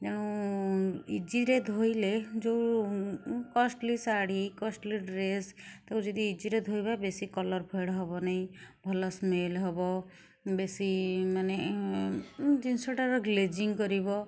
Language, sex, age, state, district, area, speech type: Odia, female, 60+, Odisha, Kendujhar, urban, spontaneous